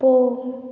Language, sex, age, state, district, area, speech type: Tamil, female, 18-30, Tamil Nadu, Ariyalur, rural, read